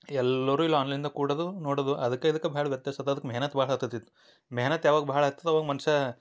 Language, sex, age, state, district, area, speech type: Kannada, male, 18-30, Karnataka, Bidar, urban, spontaneous